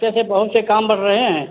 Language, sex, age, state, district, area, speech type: Hindi, male, 60+, Uttar Pradesh, Sitapur, rural, conversation